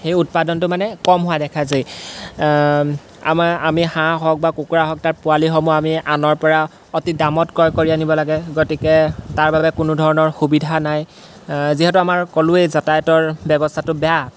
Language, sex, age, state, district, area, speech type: Assamese, male, 18-30, Assam, Golaghat, rural, spontaneous